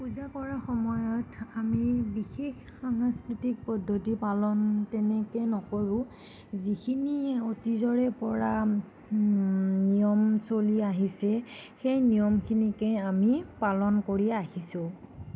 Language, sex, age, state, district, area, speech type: Assamese, female, 45-60, Assam, Nagaon, rural, spontaneous